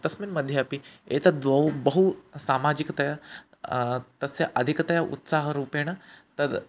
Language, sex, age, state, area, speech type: Sanskrit, male, 18-30, Chhattisgarh, urban, spontaneous